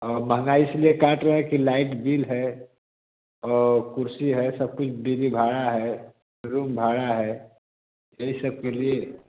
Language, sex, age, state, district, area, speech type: Hindi, male, 45-60, Uttar Pradesh, Varanasi, urban, conversation